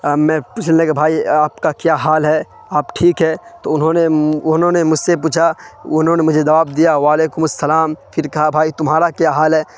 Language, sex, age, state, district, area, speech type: Urdu, male, 18-30, Bihar, Khagaria, rural, spontaneous